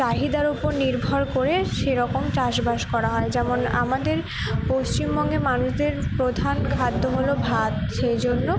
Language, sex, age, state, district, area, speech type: Bengali, female, 18-30, West Bengal, Purba Bardhaman, urban, spontaneous